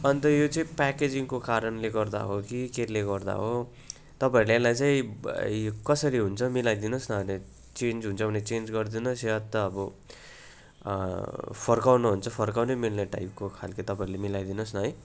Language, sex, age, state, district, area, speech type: Nepali, male, 30-45, West Bengal, Darjeeling, rural, spontaneous